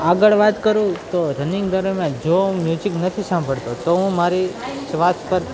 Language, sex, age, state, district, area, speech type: Gujarati, male, 18-30, Gujarat, Junagadh, urban, spontaneous